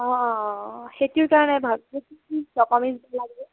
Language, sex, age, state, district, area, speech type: Assamese, female, 30-45, Assam, Nagaon, rural, conversation